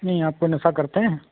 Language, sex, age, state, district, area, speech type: Hindi, male, 45-60, Uttar Pradesh, Sitapur, rural, conversation